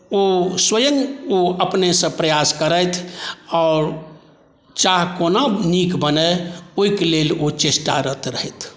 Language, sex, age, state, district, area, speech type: Maithili, male, 60+, Bihar, Saharsa, rural, spontaneous